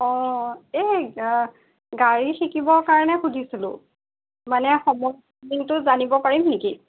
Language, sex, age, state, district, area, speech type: Assamese, female, 18-30, Assam, Jorhat, urban, conversation